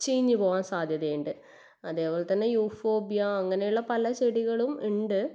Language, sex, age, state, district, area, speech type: Malayalam, female, 18-30, Kerala, Kannur, rural, spontaneous